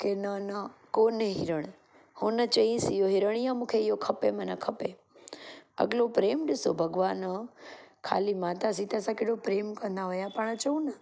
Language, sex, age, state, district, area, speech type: Sindhi, female, 30-45, Gujarat, Junagadh, urban, spontaneous